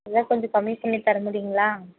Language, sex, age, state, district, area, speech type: Tamil, female, 18-30, Tamil Nadu, Tirupattur, urban, conversation